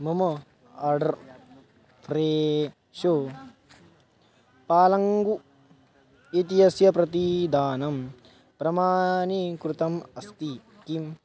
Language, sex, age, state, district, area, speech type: Sanskrit, male, 18-30, Maharashtra, Buldhana, urban, read